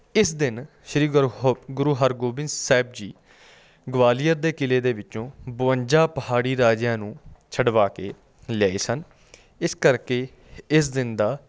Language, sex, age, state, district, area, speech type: Punjabi, male, 30-45, Punjab, Patiala, rural, spontaneous